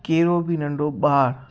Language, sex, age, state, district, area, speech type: Sindhi, male, 18-30, Gujarat, Kutch, urban, spontaneous